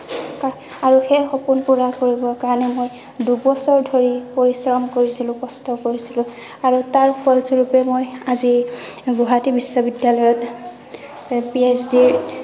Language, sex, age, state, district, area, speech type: Assamese, female, 60+, Assam, Nagaon, rural, spontaneous